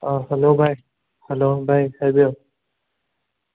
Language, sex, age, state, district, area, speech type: Manipuri, male, 18-30, Manipur, Thoubal, rural, conversation